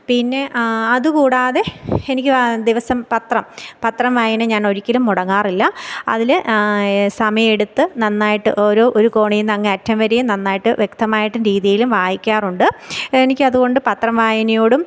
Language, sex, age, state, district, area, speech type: Malayalam, female, 30-45, Kerala, Thiruvananthapuram, rural, spontaneous